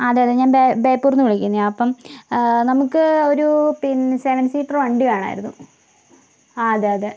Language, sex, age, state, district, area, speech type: Malayalam, female, 30-45, Kerala, Kozhikode, urban, spontaneous